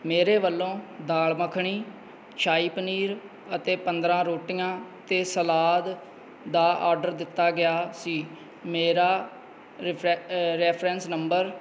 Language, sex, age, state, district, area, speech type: Punjabi, male, 30-45, Punjab, Kapurthala, rural, spontaneous